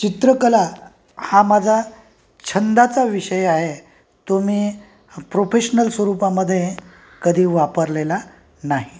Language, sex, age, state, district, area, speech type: Marathi, male, 45-60, Maharashtra, Nanded, urban, spontaneous